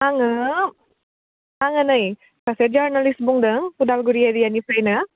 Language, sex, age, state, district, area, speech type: Bodo, female, 30-45, Assam, Udalguri, urban, conversation